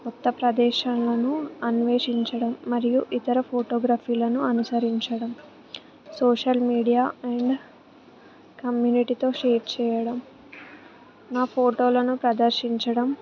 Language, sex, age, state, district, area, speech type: Telugu, female, 18-30, Telangana, Ranga Reddy, rural, spontaneous